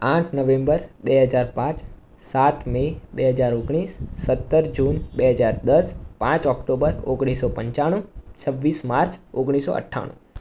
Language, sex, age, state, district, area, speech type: Gujarati, male, 18-30, Gujarat, Mehsana, urban, spontaneous